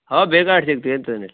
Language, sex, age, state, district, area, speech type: Kannada, male, 45-60, Karnataka, Uttara Kannada, rural, conversation